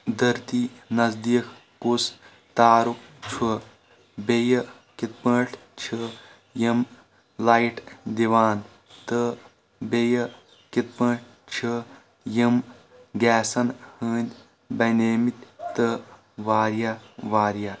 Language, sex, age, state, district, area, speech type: Kashmiri, male, 18-30, Jammu and Kashmir, Shopian, rural, spontaneous